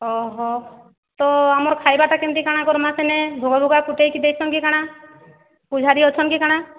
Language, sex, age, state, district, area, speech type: Odia, female, 30-45, Odisha, Boudh, rural, conversation